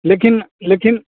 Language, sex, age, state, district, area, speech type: Maithili, male, 45-60, Bihar, Samastipur, rural, conversation